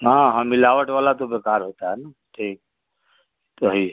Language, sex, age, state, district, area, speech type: Hindi, male, 60+, Uttar Pradesh, Chandauli, rural, conversation